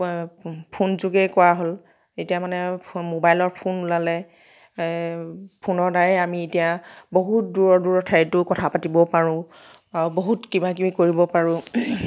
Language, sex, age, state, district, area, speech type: Assamese, female, 30-45, Assam, Nagaon, rural, spontaneous